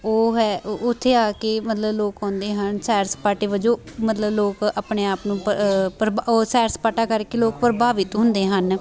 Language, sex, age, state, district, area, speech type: Punjabi, female, 18-30, Punjab, Amritsar, rural, spontaneous